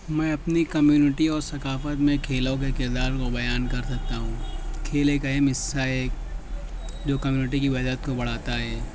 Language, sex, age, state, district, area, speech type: Urdu, male, 60+, Maharashtra, Nashik, rural, spontaneous